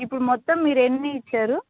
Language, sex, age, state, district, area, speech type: Telugu, female, 45-60, Andhra Pradesh, Kadapa, urban, conversation